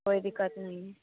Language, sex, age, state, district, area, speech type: Hindi, female, 18-30, Bihar, Madhepura, rural, conversation